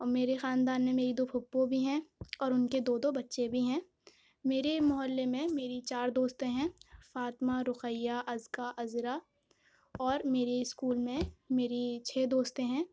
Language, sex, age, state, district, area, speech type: Urdu, female, 18-30, Uttar Pradesh, Aligarh, urban, spontaneous